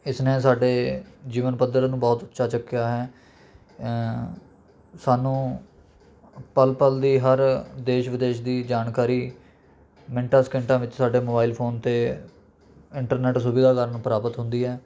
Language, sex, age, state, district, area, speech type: Punjabi, male, 18-30, Punjab, Rupnagar, rural, spontaneous